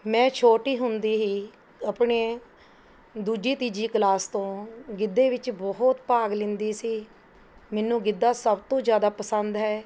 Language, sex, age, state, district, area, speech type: Punjabi, female, 45-60, Punjab, Mohali, urban, spontaneous